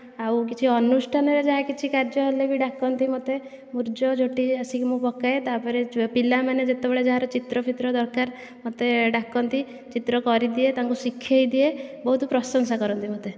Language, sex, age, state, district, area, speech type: Odia, female, 18-30, Odisha, Dhenkanal, rural, spontaneous